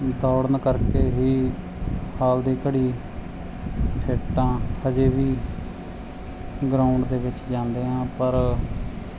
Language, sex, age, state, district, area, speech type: Punjabi, male, 30-45, Punjab, Mansa, urban, spontaneous